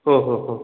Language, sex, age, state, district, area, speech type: Marathi, male, 18-30, Maharashtra, Osmanabad, rural, conversation